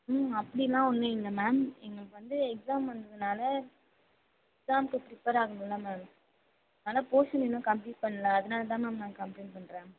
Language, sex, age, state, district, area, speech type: Tamil, female, 18-30, Tamil Nadu, Mayiladuthurai, rural, conversation